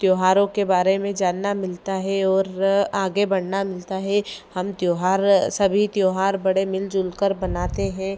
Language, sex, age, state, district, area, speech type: Hindi, female, 30-45, Madhya Pradesh, Ujjain, urban, spontaneous